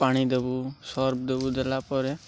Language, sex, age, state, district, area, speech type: Odia, male, 18-30, Odisha, Malkangiri, urban, spontaneous